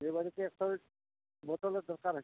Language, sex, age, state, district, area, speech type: Bengali, male, 60+, West Bengal, Uttar Dinajpur, urban, conversation